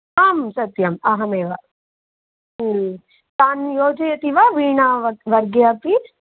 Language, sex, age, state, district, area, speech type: Sanskrit, female, 18-30, Andhra Pradesh, Guntur, urban, conversation